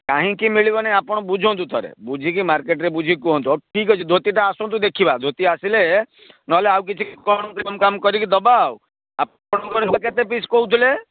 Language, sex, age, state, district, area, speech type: Odia, male, 30-45, Odisha, Bhadrak, rural, conversation